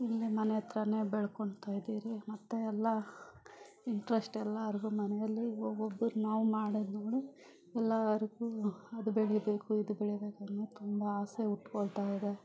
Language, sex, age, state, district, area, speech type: Kannada, female, 45-60, Karnataka, Bangalore Rural, rural, spontaneous